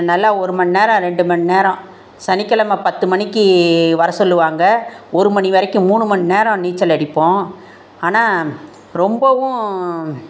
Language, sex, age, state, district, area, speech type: Tamil, female, 60+, Tamil Nadu, Tiruchirappalli, rural, spontaneous